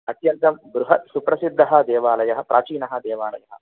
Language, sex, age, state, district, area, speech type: Sanskrit, male, 30-45, Telangana, Nizamabad, urban, conversation